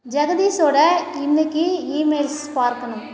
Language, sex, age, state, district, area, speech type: Tamil, female, 60+, Tamil Nadu, Cuddalore, rural, read